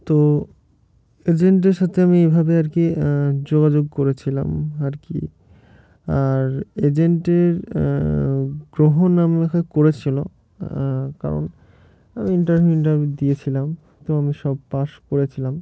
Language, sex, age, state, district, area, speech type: Bengali, male, 30-45, West Bengal, Murshidabad, urban, spontaneous